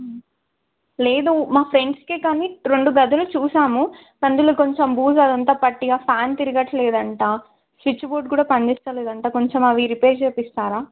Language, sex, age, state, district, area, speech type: Telugu, female, 18-30, Telangana, Ranga Reddy, urban, conversation